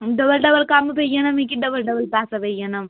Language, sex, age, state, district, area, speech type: Dogri, female, 18-30, Jammu and Kashmir, Udhampur, rural, conversation